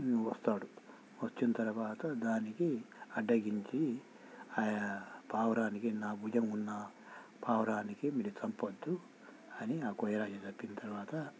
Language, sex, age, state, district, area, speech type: Telugu, male, 45-60, Telangana, Hyderabad, rural, spontaneous